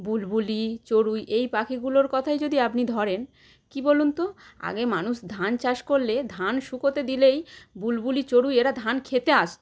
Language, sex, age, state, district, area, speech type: Bengali, female, 30-45, West Bengal, Howrah, urban, spontaneous